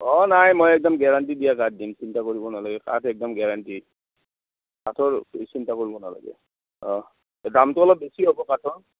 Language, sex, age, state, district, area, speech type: Assamese, male, 60+, Assam, Udalguri, rural, conversation